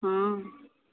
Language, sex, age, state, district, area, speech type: Odia, female, 18-30, Odisha, Boudh, rural, conversation